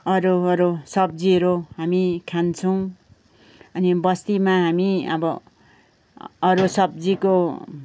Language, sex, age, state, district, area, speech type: Nepali, female, 60+, West Bengal, Kalimpong, rural, spontaneous